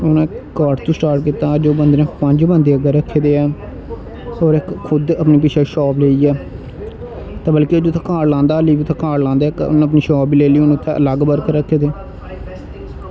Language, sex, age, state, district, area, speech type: Dogri, male, 18-30, Jammu and Kashmir, Jammu, rural, spontaneous